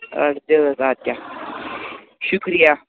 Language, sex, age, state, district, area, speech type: Kashmiri, male, 18-30, Jammu and Kashmir, Kupwara, rural, conversation